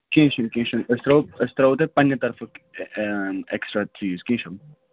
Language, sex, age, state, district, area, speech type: Kashmiri, male, 45-60, Jammu and Kashmir, Srinagar, urban, conversation